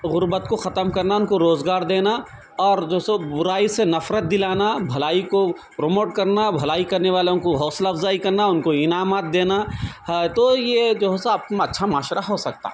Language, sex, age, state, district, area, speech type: Urdu, male, 45-60, Telangana, Hyderabad, urban, spontaneous